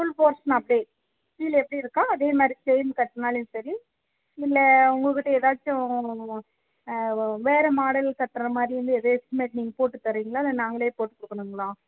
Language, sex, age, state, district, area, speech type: Tamil, female, 45-60, Tamil Nadu, Dharmapuri, rural, conversation